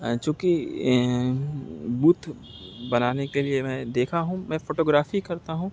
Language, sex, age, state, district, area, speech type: Urdu, male, 45-60, Uttar Pradesh, Aligarh, urban, spontaneous